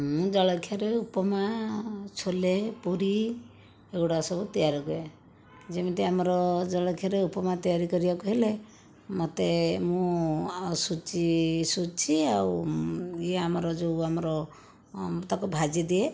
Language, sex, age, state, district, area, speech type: Odia, female, 45-60, Odisha, Jajpur, rural, spontaneous